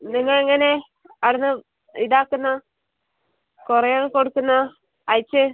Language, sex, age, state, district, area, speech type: Malayalam, female, 18-30, Kerala, Kasaragod, rural, conversation